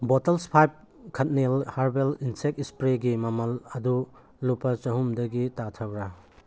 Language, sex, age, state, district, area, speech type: Manipuri, male, 45-60, Manipur, Churachandpur, rural, read